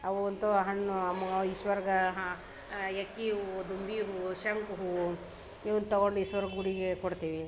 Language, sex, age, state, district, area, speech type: Kannada, female, 30-45, Karnataka, Dharwad, urban, spontaneous